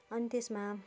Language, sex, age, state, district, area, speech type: Nepali, female, 30-45, West Bengal, Kalimpong, rural, spontaneous